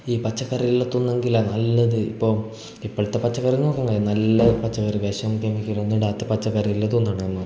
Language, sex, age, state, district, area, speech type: Malayalam, male, 18-30, Kerala, Kasaragod, urban, spontaneous